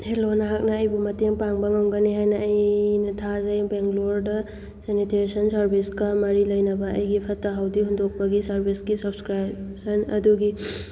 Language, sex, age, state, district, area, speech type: Manipuri, female, 18-30, Manipur, Churachandpur, rural, read